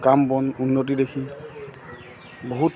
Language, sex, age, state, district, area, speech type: Assamese, male, 45-60, Assam, Charaideo, urban, spontaneous